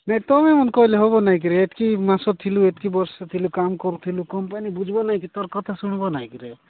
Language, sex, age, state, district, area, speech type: Odia, male, 45-60, Odisha, Nabarangpur, rural, conversation